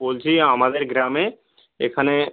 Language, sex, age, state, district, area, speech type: Bengali, male, 18-30, West Bengal, Birbhum, urban, conversation